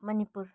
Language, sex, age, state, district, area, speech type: Nepali, female, 45-60, West Bengal, Kalimpong, rural, spontaneous